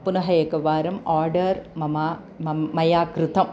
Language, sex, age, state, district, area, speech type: Sanskrit, female, 60+, Tamil Nadu, Chennai, urban, spontaneous